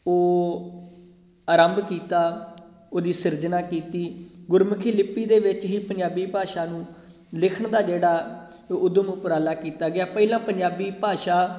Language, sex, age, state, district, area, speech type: Punjabi, male, 18-30, Punjab, Gurdaspur, rural, spontaneous